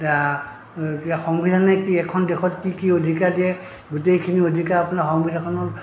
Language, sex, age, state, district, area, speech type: Assamese, male, 60+, Assam, Goalpara, rural, spontaneous